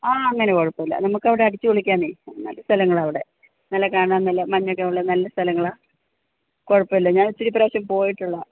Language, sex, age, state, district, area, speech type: Malayalam, female, 45-60, Kerala, Idukki, rural, conversation